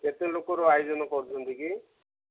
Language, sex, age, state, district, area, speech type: Odia, male, 45-60, Odisha, Koraput, rural, conversation